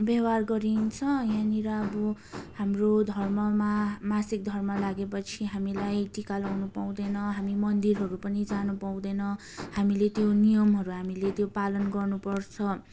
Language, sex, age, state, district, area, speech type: Nepali, female, 18-30, West Bengal, Darjeeling, rural, spontaneous